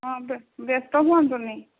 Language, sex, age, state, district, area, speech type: Odia, female, 45-60, Odisha, Angul, rural, conversation